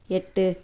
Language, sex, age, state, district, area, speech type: Tamil, female, 30-45, Tamil Nadu, Tirupattur, rural, read